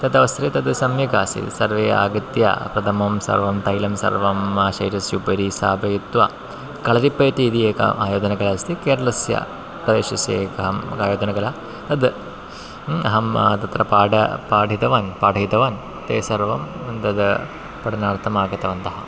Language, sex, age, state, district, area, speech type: Sanskrit, male, 30-45, Kerala, Ernakulam, rural, spontaneous